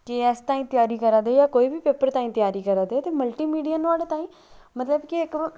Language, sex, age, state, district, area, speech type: Dogri, female, 30-45, Jammu and Kashmir, Udhampur, rural, spontaneous